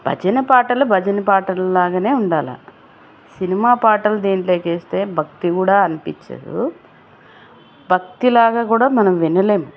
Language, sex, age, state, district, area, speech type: Telugu, female, 45-60, Andhra Pradesh, Chittoor, rural, spontaneous